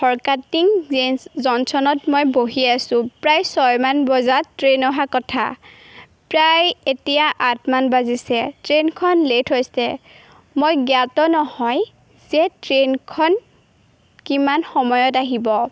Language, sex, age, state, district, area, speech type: Assamese, female, 18-30, Assam, Golaghat, urban, spontaneous